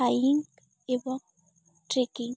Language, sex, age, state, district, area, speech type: Odia, female, 18-30, Odisha, Balangir, urban, spontaneous